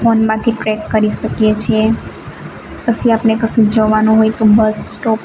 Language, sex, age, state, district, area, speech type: Gujarati, female, 18-30, Gujarat, Narmada, rural, spontaneous